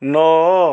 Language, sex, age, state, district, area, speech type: Odia, male, 60+, Odisha, Balasore, rural, read